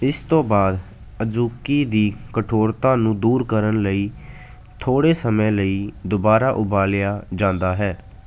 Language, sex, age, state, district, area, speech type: Punjabi, male, 18-30, Punjab, Ludhiana, rural, read